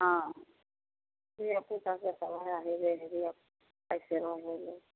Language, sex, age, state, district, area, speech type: Maithili, female, 45-60, Bihar, Samastipur, rural, conversation